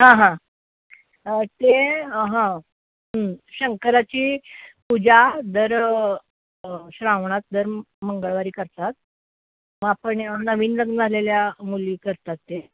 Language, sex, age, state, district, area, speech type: Marathi, female, 45-60, Maharashtra, Sangli, urban, conversation